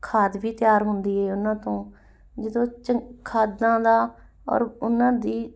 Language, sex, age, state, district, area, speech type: Punjabi, female, 30-45, Punjab, Muktsar, urban, spontaneous